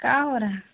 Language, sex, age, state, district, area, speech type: Hindi, female, 18-30, Uttar Pradesh, Chandauli, rural, conversation